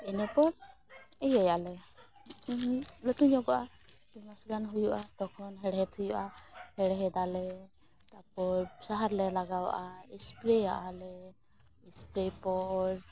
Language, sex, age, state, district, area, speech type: Santali, female, 18-30, West Bengal, Malda, rural, spontaneous